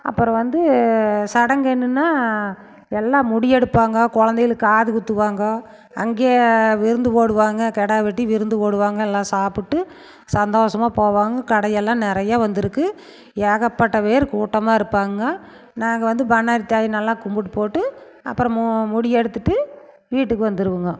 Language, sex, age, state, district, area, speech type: Tamil, female, 45-60, Tamil Nadu, Erode, rural, spontaneous